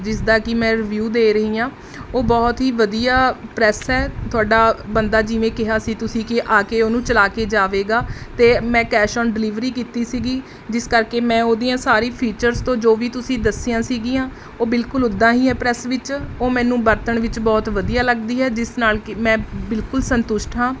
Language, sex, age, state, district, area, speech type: Punjabi, female, 30-45, Punjab, Mohali, rural, spontaneous